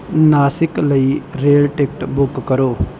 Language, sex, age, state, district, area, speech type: Punjabi, male, 18-30, Punjab, Bathinda, rural, read